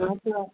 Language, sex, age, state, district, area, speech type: Hindi, female, 30-45, Uttar Pradesh, Varanasi, rural, conversation